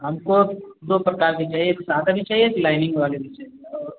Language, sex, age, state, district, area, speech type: Hindi, male, 18-30, Uttar Pradesh, Azamgarh, rural, conversation